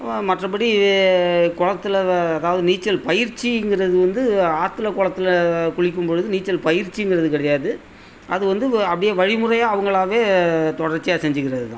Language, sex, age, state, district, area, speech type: Tamil, male, 60+, Tamil Nadu, Thanjavur, rural, spontaneous